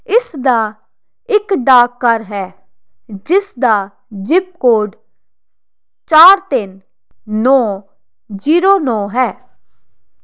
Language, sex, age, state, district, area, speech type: Punjabi, female, 18-30, Punjab, Jalandhar, urban, read